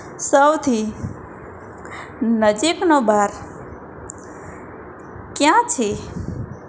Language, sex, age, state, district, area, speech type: Gujarati, female, 18-30, Gujarat, Ahmedabad, urban, read